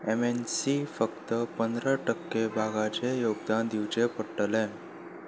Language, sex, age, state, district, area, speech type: Goan Konkani, male, 18-30, Goa, Salcete, urban, read